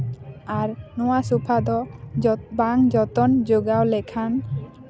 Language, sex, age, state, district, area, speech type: Santali, female, 18-30, West Bengal, Paschim Bardhaman, rural, spontaneous